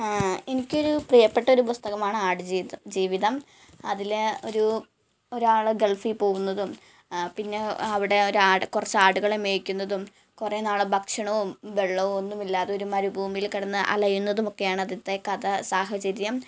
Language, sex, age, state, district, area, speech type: Malayalam, female, 18-30, Kerala, Malappuram, rural, spontaneous